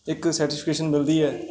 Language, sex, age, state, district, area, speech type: Punjabi, male, 30-45, Punjab, Mansa, urban, spontaneous